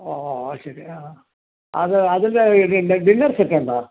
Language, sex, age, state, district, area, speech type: Malayalam, male, 60+, Kerala, Thiruvananthapuram, urban, conversation